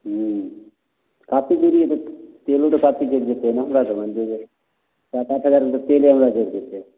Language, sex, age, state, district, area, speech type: Maithili, male, 18-30, Bihar, Samastipur, rural, conversation